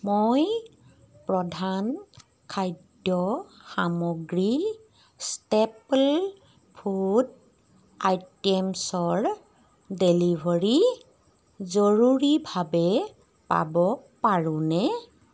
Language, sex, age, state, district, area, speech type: Assamese, female, 45-60, Assam, Golaghat, rural, read